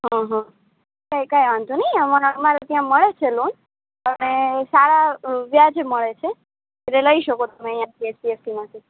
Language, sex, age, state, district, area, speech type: Gujarati, female, 30-45, Gujarat, Morbi, rural, conversation